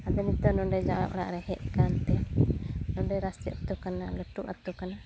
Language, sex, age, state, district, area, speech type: Santali, female, 45-60, West Bengal, Uttar Dinajpur, rural, spontaneous